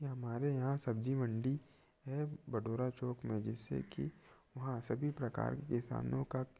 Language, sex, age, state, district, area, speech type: Hindi, male, 18-30, Madhya Pradesh, Betul, rural, spontaneous